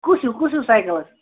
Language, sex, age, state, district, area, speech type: Kashmiri, male, 30-45, Jammu and Kashmir, Ganderbal, rural, conversation